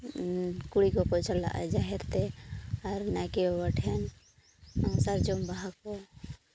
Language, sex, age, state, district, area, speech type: Santali, female, 30-45, Jharkhand, Seraikela Kharsawan, rural, spontaneous